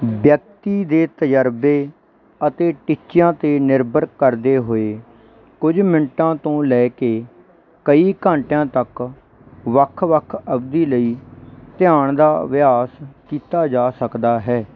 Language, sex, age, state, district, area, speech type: Punjabi, male, 30-45, Punjab, Barnala, urban, spontaneous